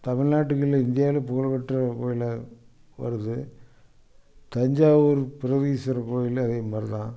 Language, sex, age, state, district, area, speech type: Tamil, male, 60+, Tamil Nadu, Coimbatore, urban, spontaneous